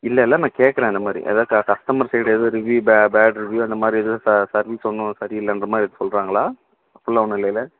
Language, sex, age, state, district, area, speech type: Tamil, male, 18-30, Tamil Nadu, Namakkal, rural, conversation